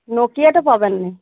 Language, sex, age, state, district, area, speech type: Bengali, female, 45-60, West Bengal, Uttar Dinajpur, urban, conversation